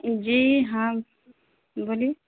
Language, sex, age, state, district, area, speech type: Urdu, female, 30-45, Bihar, Saharsa, rural, conversation